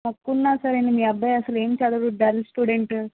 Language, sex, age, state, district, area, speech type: Telugu, female, 45-60, Andhra Pradesh, Vizianagaram, rural, conversation